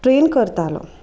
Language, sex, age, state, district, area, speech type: Goan Konkani, female, 30-45, Goa, Sanguem, rural, spontaneous